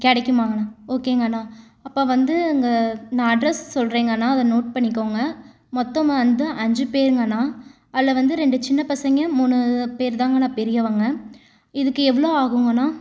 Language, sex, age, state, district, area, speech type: Tamil, female, 18-30, Tamil Nadu, Tiruchirappalli, urban, spontaneous